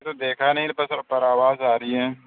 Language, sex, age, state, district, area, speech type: Urdu, male, 30-45, Uttar Pradesh, Gautam Buddha Nagar, urban, conversation